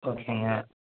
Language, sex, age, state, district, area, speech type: Tamil, male, 18-30, Tamil Nadu, Vellore, urban, conversation